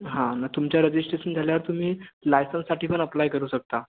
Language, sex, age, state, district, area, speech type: Marathi, male, 18-30, Maharashtra, Gondia, rural, conversation